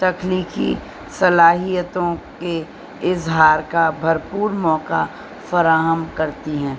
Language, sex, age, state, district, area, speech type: Urdu, female, 60+, Delhi, North East Delhi, urban, spontaneous